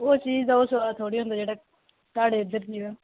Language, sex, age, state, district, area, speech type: Dogri, female, 18-30, Jammu and Kashmir, Kathua, rural, conversation